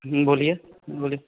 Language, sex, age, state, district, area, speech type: Hindi, male, 18-30, Bihar, Vaishali, rural, conversation